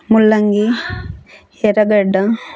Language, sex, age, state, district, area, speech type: Telugu, female, 30-45, Andhra Pradesh, Kurnool, rural, spontaneous